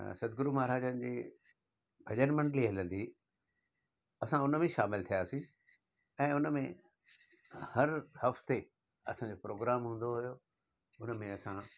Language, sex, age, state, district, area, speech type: Sindhi, male, 60+, Gujarat, Surat, urban, spontaneous